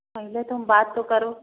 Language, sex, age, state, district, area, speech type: Hindi, female, 30-45, Uttar Pradesh, Prayagraj, rural, conversation